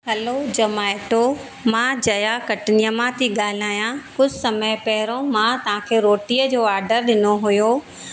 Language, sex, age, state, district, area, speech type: Sindhi, female, 30-45, Madhya Pradesh, Katni, urban, spontaneous